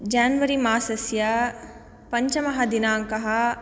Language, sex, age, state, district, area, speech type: Sanskrit, female, 18-30, Tamil Nadu, Madurai, urban, spontaneous